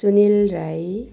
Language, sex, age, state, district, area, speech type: Nepali, female, 60+, West Bengal, Darjeeling, rural, spontaneous